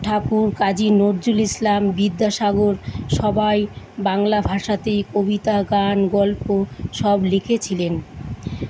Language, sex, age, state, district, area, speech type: Bengali, female, 45-60, West Bengal, Kolkata, urban, spontaneous